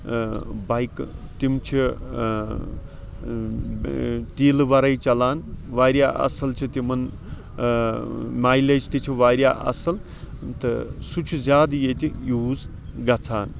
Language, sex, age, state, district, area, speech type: Kashmiri, male, 45-60, Jammu and Kashmir, Srinagar, rural, spontaneous